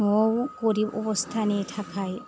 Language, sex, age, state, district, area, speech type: Bodo, female, 60+, Assam, Kokrajhar, rural, spontaneous